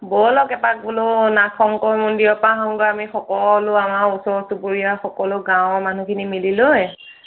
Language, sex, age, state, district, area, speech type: Assamese, female, 30-45, Assam, Sonitpur, rural, conversation